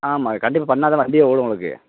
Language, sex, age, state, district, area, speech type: Tamil, male, 30-45, Tamil Nadu, Theni, rural, conversation